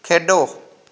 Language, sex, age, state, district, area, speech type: Punjabi, male, 45-60, Punjab, Pathankot, rural, read